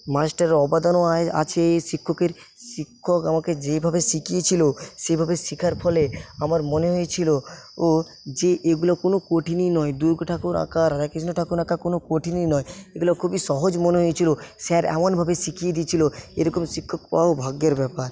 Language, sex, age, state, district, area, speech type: Bengali, male, 45-60, West Bengal, Paschim Medinipur, rural, spontaneous